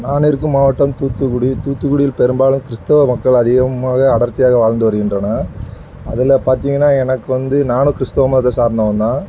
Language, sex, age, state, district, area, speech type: Tamil, male, 30-45, Tamil Nadu, Thoothukudi, urban, spontaneous